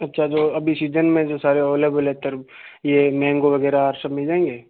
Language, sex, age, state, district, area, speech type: Hindi, male, 18-30, Rajasthan, Ajmer, urban, conversation